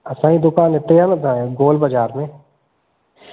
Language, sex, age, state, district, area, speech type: Sindhi, male, 30-45, Madhya Pradesh, Katni, rural, conversation